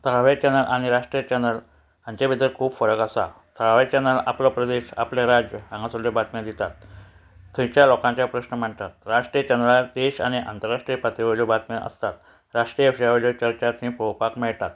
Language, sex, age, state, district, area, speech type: Goan Konkani, male, 60+, Goa, Ponda, rural, spontaneous